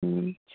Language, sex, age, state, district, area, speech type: Maithili, female, 60+, Bihar, Araria, rural, conversation